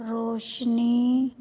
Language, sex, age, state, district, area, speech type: Punjabi, female, 30-45, Punjab, Fazilka, rural, read